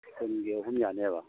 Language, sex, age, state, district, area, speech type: Manipuri, male, 45-60, Manipur, Imphal East, rural, conversation